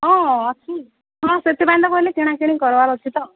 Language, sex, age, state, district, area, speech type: Odia, female, 45-60, Odisha, Angul, rural, conversation